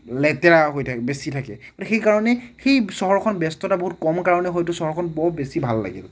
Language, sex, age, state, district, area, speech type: Assamese, male, 18-30, Assam, Nagaon, rural, spontaneous